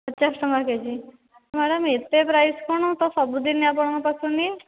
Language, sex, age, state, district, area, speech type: Odia, female, 30-45, Odisha, Dhenkanal, rural, conversation